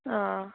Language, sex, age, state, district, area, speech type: Kannada, female, 18-30, Karnataka, Udupi, rural, conversation